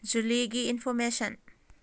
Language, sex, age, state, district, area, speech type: Manipuri, female, 30-45, Manipur, Kakching, rural, read